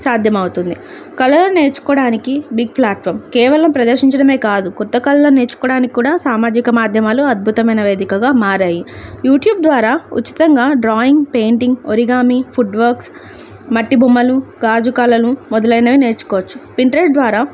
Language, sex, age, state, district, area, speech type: Telugu, female, 18-30, Andhra Pradesh, Alluri Sitarama Raju, rural, spontaneous